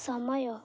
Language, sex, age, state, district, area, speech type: Odia, female, 18-30, Odisha, Jagatsinghpur, rural, read